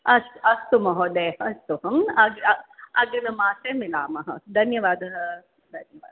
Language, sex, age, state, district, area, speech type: Sanskrit, female, 45-60, Maharashtra, Mumbai City, urban, conversation